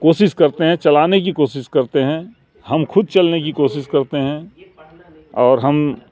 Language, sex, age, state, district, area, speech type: Urdu, male, 60+, Bihar, Supaul, rural, spontaneous